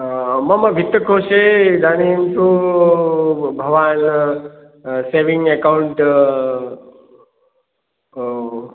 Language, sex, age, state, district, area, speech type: Sanskrit, male, 45-60, Uttar Pradesh, Prayagraj, urban, conversation